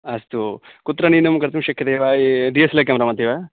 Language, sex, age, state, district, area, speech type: Sanskrit, male, 18-30, West Bengal, Dakshin Dinajpur, rural, conversation